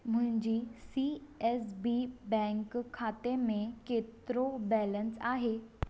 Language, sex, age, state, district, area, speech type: Sindhi, female, 18-30, Maharashtra, Thane, urban, read